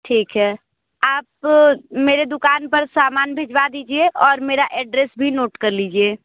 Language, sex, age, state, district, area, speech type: Hindi, female, 30-45, Uttar Pradesh, Sonbhadra, rural, conversation